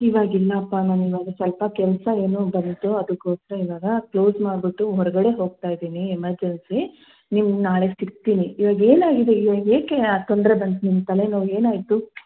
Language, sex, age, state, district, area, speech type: Kannada, female, 30-45, Karnataka, Bangalore Rural, rural, conversation